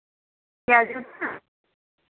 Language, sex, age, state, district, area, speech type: Hindi, female, 45-60, Uttar Pradesh, Ayodhya, rural, conversation